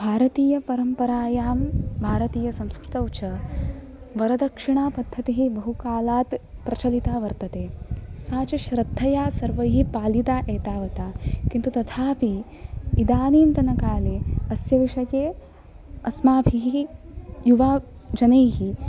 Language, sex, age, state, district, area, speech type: Sanskrit, female, 18-30, Maharashtra, Thane, urban, spontaneous